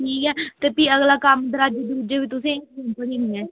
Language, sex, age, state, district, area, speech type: Dogri, female, 18-30, Jammu and Kashmir, Udhampur, rural, conversation